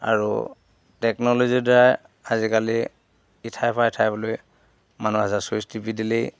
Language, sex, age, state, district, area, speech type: Assamese, male, 45-60, Assam, Dhemaji, urban, spontaneous